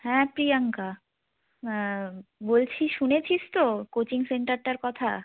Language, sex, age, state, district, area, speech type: Bengali, female, 18-30, West Bengal, North 24 Parganas, rural, conversation